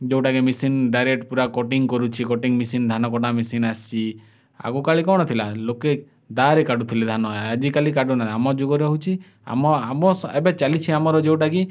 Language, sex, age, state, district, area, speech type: Odia, male, 30-45, Odisha, Kalahandi, rural, spontaneous